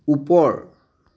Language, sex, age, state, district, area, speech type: Assamese, male, 30-45, Assam, Dibrugarh, rural, read